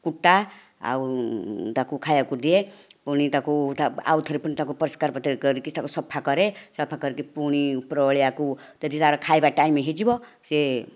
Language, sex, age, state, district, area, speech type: Odia, female, 60+, Odisha, Nayagarh, rural, spontaneous